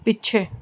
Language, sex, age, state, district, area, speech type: Punjabi, female, 30-45, Punjab, Gurdaspur, rural, read